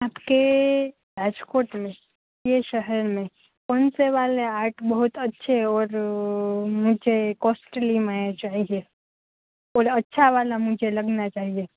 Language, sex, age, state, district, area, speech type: Gujarati, female, 18-30, Gujarat, Rajkot, rural, conversation